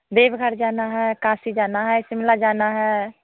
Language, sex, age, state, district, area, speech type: Hindi, female, 45-60, Bihar, Samastipur, rural, conversation